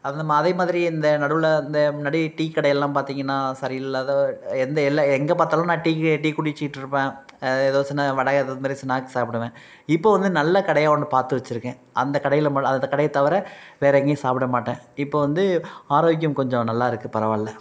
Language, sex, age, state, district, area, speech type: Tamil, male, 45-60, Tamil Nadu, Thanjavur, rural, spontaneous